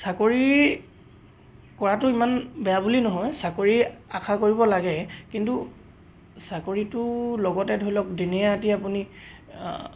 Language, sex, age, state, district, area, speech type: Assamese, male, 18-30, Assam, Sivasagar, rural, spontaneous